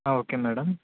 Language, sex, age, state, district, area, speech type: Telugu, male, 45-60, Andhra Pradesh, Kakinada, rural, conversation